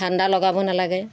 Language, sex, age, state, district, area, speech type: Assamese, female, 60+, Assam, Golaghat, rural, spontaneous